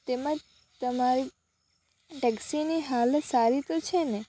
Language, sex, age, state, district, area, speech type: Gujarati, female, 18-30, Gujarat, Valsad, rural, spontaneous